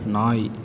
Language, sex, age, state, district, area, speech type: Tamil, male, 18-30, Tamil Nadu, Ariyalur, rural, read